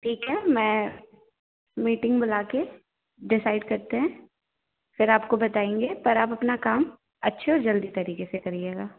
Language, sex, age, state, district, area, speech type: Hindi, female, 18-30, Madhya Pradesh, Narsinghpur, rural, conversation